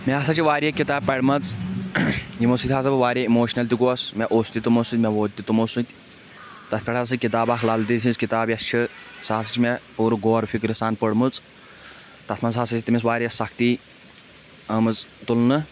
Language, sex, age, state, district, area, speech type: Kashmiri, male, 18-30, Jammu and Kashmir, Shopian, rural, spontaneous